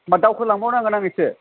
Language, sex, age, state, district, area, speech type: Bodo, male, 30-45, Assam, Kokrajhar, rural, conversation